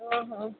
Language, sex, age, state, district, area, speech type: Odia, female, 18-30, Odisha, Malkangiri, urban, conversation